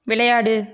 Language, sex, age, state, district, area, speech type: Tamil, female, 18-30, Tamil Nadu, Erode, rural, read